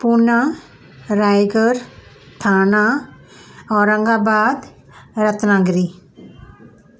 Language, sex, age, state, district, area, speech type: Sindhi, female, 60+, Maharashtra, Mumbai Suburban, urban, spontaneous